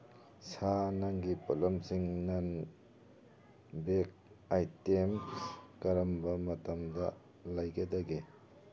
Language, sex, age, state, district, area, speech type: Manipuri, male, 45-60, Manipur, Churachandpur, urban, read